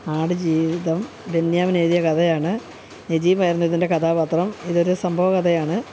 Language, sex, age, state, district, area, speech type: Malayalam, female, 45-60, Kerala, Kollam, rural, spontaneous